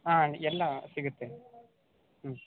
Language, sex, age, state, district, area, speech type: Kannada, male, 18-30, Karnataka, Chamarajanagar, rural, conversation